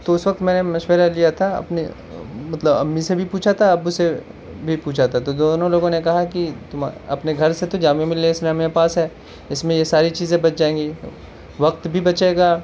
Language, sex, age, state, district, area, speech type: Urdu, male, 30-45, Delhi, South Delhi, urban, spontaneous